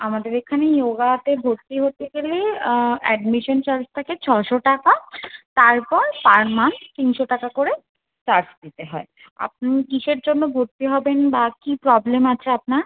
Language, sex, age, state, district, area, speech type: Bengali, female, 18-30, West Bengal, Kolkata, urban, conversation